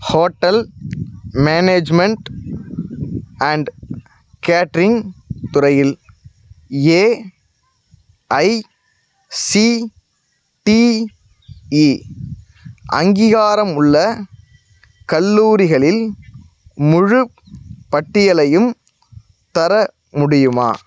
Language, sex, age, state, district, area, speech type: Tamil, male, 18-30, Tamil Nadu, Nagapattinam, rural, read